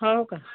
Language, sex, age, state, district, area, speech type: Marathi, female, 45-60, Maharashtra, Amravati, rural, conversation